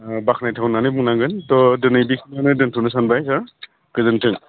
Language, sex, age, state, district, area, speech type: Bodo, male, 45-60, Assam, Udalguri, urban, conversation